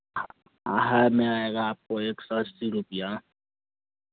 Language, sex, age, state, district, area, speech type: Hindi, male, 30-45, Bihar, Madhepura, rural, conversation